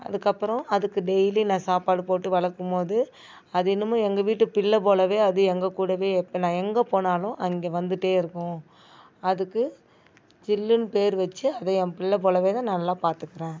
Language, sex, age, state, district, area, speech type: Tamil, female, 60+, Tamil Nadu, Viluppuram, rural, spontaneous